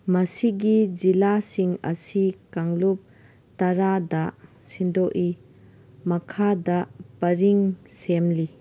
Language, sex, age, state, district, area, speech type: Manipuri, female, 30-45, Manipur, Kangpokpi, urban, read